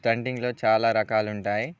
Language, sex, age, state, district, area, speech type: Telugu, male, 18-30, Telangana, Bhadradri Kothagudem, rural, spontaneous